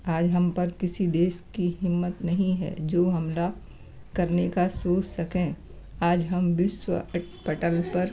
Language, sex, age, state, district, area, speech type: Hindi, female, 60+, Madhya Pradesh, Gwalior, rural, spontaneous